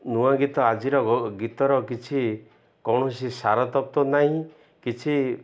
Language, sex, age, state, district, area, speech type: Odia, male, 60+, Odisha, Ganjam, urban, spontaneous